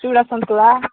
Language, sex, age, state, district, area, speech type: Odia, female, 60+, Odisha, Angul, rural, conversation